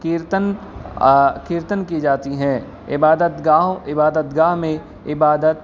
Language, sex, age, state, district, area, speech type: Urdu, male, 18-30, Delhi, East Delhi, urban, spontaneous